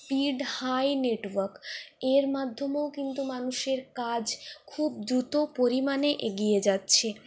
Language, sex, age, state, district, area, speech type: Bengali, female, 45-60, West Bengal, Purulia, urban, spontaneous